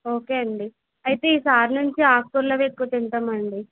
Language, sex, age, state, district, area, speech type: Telugu, female, 45-60, Andhra Pradesh, Vizianagaram, rural, conversation